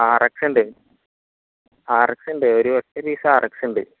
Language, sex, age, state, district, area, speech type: Malayalam, male, 18-30, Kerala, Malappuram, rural, conversation